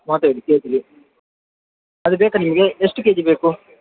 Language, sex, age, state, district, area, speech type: Kannada, male, 30-45, Karnataka, Dakshina Kannada, rural, conversation